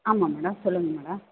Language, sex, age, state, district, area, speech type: Tamil, female, 30-45, Tamil Nadu, Ranipet, urban, conversation